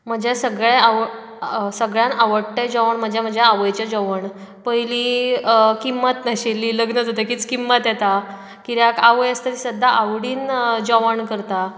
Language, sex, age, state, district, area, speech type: Goan Konkani, female, 30-45, Goa, Bardez, urban, spontaneous